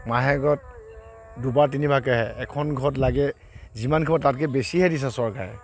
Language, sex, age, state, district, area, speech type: Assamese, male, 45-60, Assam, Kamrup Metropolitan, urban, spontaneous